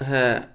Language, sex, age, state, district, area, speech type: Bengali, male, 18-30, West Bengal, Kolkata, urban, spontaneous